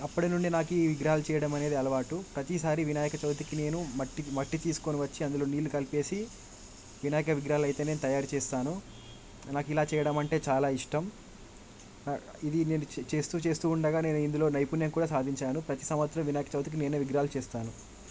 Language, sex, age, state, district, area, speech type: Telugu, male, 18-30, Telangana, Medak, rural, spontaneous